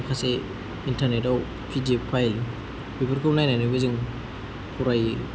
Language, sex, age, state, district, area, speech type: Bodo, male, 18-30, Assam, Kokrajhar, rural, spontaneous